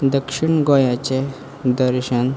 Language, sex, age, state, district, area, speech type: Goan Konkani, male, 18-30, Goa, Quepem, rural, spontaneous